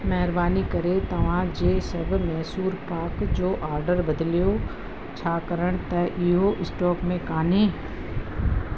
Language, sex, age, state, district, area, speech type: Sindhi, female, 30-45, Uttar Pradesh, Lucknow, rural, read